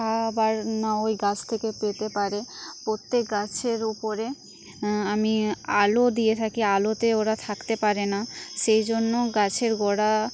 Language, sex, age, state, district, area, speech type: Bengali, female, 30-45, West Bengal, Paschim Medinipur, rural, spontaneous